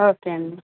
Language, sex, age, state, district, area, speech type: Telugu, female, 30-45, Telangana, Medak, urban, conversation